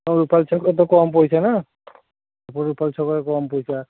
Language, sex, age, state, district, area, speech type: Odia, male, 60+, Odisha, Kendujhar, urban, conversation